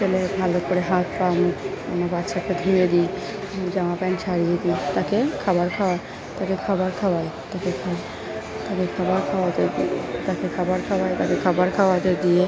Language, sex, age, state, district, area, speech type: Bengali, female, 45-60, West Bengal, Purba Bardhaman, rural, spontaneous